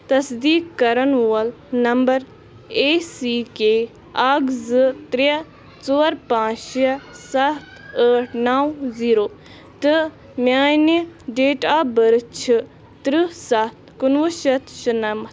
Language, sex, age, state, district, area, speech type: Kashmiri, female, 18-30, Jammu and Kashmir, Bandipora, rural, read